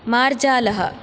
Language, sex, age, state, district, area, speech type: Sanskrit, female, 18-30, Karnataka, Udupi, urban, read